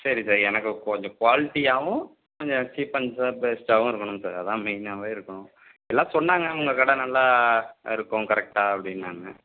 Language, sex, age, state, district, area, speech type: Tamil, male, 45-60, Tamil Nadu, Sivaganga, rural, conversation